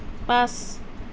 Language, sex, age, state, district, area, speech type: Assamese, female, 30-45, Assam, Nalbari, rural, read